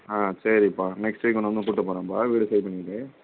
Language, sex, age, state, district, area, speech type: Tamil, male, 18-30, Tamil Nadu, Mayiladuthurai, urban, conversation